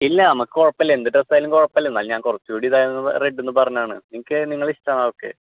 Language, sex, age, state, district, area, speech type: Malayalam, male, 18-30, Kerala, Thrissur, urban, conversation